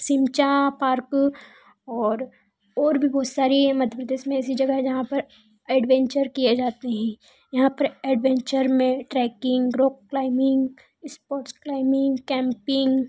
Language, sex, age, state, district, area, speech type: Hindi, female, 18-30, Madhya Pradesh, Ujjain, urban, spontaneous